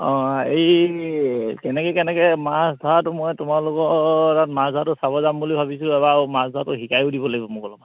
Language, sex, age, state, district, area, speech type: Assamese, male, 45-60, Assam, Dhemaji, urban, conversation